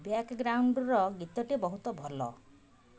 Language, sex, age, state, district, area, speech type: Odia, female, 45-60, Odisha, Puri, urban, read